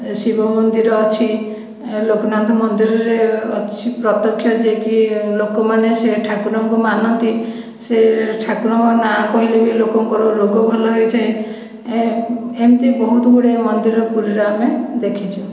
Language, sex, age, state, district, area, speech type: Odia, female, 60+, Odisha, Khordha, rural, spontaneous